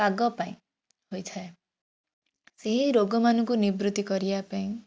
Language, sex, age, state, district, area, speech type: Odia, female, 18-30, Odisha, Bhadrak, rural, spontaneous